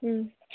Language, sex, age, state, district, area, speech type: Kannada, female, 18-30, Karnataka, Chikkaballapur, rural, conversation